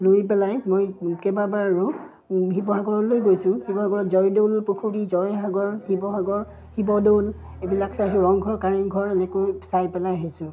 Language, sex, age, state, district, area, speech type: Assamese, female, 45-60, Assam, Udalguri, rural, spontaneous